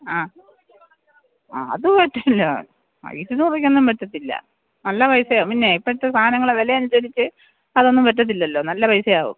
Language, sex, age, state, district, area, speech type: Malayalam, female, 60+, Kerala, Thiruvananthapuram, urban, conversation